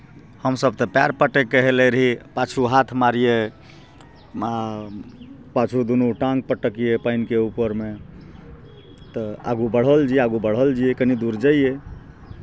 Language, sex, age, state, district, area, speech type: Maithili, male, 45-60, Bihar, Araria, urban, spontaneous